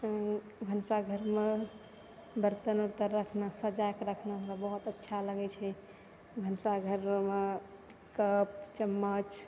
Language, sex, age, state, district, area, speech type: Maithili, female, 18-30, Bihar, Purnia, rural, spontaneous